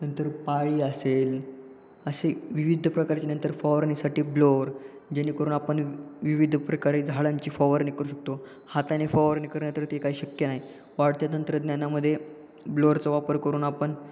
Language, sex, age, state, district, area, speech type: Marathi, male, 18-30, Maharashtra, Ratnagiri, urban, spontaneous